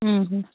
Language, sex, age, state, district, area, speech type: Manipuri, female, 18-30, Manipur, Kangpokpi, rural, conversation